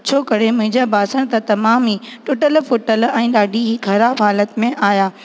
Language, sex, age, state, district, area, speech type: Sindhi, female, 18-30, Rajasthan, Ajmer, urban, spontaneous